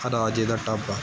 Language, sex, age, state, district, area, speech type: Punjabi, male, 18-30, Punjab, Gurdaspur, urban, spontaneous